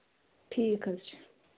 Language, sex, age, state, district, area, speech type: Kashmiri, female, 18-30, Jammu and Kashmir, Baramulla, rural, conversation